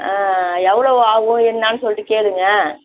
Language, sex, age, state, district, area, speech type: Tamil, female, 60+, Tamil Nadu, Virudhunagar, rural, conversation